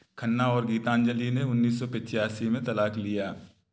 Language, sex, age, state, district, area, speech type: Hindi, male, 30-45, Madhya Pradesh, Gwalior, urban, read